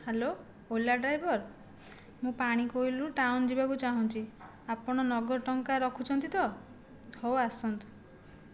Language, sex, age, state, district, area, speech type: Odia, female, 18-30, Odisha, Jajpur, rural, spontaneous